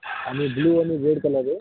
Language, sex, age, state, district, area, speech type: Marathi, male, 18-30, Maharashtra, Thane, urban, conversation